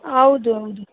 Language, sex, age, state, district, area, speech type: Kannada, female, 45-60, Karnataka, Davanagere, urban, conversation